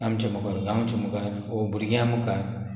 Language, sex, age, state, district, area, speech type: Goan Konkani, male, 45-60, Goa, Murmgao, rural, spontaneous